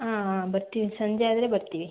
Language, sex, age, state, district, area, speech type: Kannada, female, 18-30, Karnataka, Mandya, rural, conversation